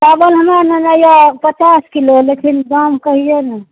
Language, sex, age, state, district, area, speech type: Maithili, female, 30-45, Bihar, Saharsa, rural, conversation